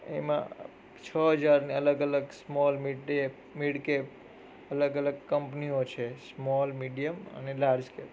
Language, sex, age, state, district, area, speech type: Gujarati, male, 30-45, Gujarat, Surat, urban, spontaneous